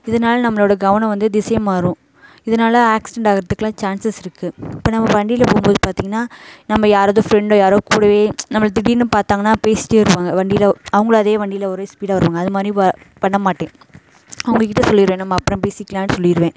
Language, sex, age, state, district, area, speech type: Tamil, female, 45-60, Tamil Nadu, Pudukkottai, rural, spontaneous